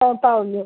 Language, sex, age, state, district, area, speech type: Malayalam, female, 18-30, Kerala, Ernakulam, rural, conversation